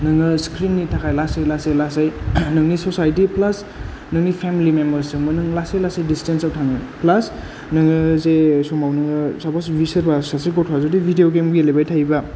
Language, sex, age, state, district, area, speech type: Bodo, male, 30-45, Assam, Kokrajhar, rural, spontaneous